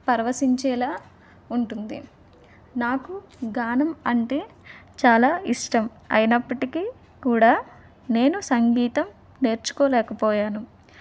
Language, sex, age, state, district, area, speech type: Telugu, female, 18-30, Andhra Pradesh, Vizianagaram, rural, spontaneous